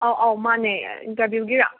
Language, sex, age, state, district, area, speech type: Manipuri, female, 30-45, Manipur, Imphal West, rural, conversation